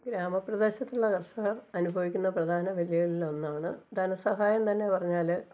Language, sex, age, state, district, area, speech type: Malayalam, female, 45-60, Kerala, Kottayam, rural, spontaneous